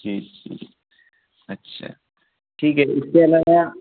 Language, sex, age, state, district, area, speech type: Hindi, male, 18-30, Madhya Pradesh, Ujjain, rural, conversation